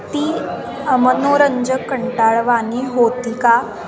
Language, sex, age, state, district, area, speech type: Marathi, female, 18-30, Maharashtra, Kolhapur, rural, read